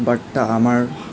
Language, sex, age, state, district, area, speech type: Assamese, male, 18-30, Assam, Nagaon, rural, spontaneous